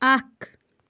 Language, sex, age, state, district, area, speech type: Kashmiri, female, 45-60, Jammu and Kashmir, Kulgam, rural, read